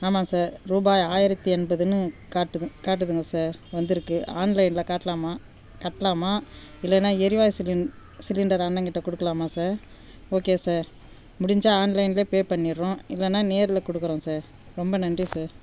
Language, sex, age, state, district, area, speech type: Tamil, female, 60+, Tamil Nadu, Tiruvannamalai, rural, spontaneous